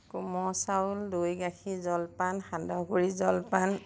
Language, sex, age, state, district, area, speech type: Assamese, female, 45-60, Assam, Majuli, rural, spontaneous